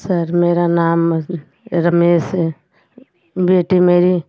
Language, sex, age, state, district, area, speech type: Hindi, female, 45-60, Uttar Pradesh, Azamgarh, rural, read